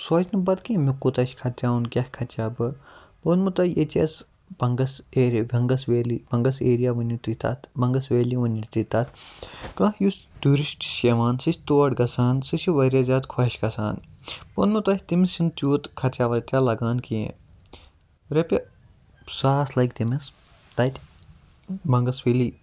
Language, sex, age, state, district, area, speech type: Kashmiri, male, 18-30, Jammu and Kashmir, Kupwara, rural, spontaneous